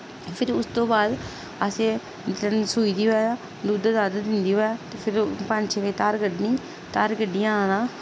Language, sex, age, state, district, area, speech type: Dogri, female, 18-30, Jammu and Kashmir, Samba, rural, spontaneous